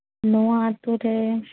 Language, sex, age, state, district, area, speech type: Santali, female, 18-30, West Bengal, Jhargram, rural, conversation